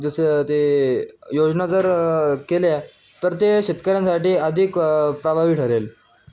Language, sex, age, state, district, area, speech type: Marathi, male, 18-30, Maharashtra, Jalna, urban, spontaneous